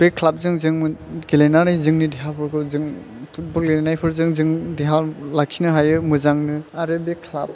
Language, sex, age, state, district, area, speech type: Bodo, male, 18-30, Assam, Chirang, urban, spontaneous